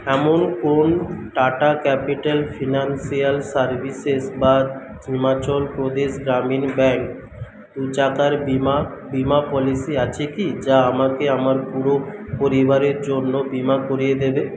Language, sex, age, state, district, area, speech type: Bengali, male, 18-30, West Bengal, Paschim Medinipur, rural, read